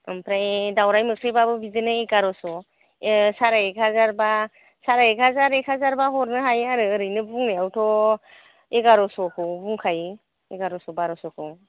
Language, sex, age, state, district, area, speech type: Bodo, female, 45-60, Assam, Kokrajhar, urban, conversation